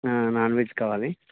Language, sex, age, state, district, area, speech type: Telugu, male, 30-45, Telangana, Karimnagar, rural, conversation